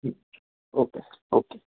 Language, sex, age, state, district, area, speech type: Sindhi, male, 30-45, Gujarat, Kutch, urban, conversation